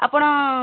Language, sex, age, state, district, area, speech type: Odia, female, 30-45, Odisha, Malkangiri, urban, conversation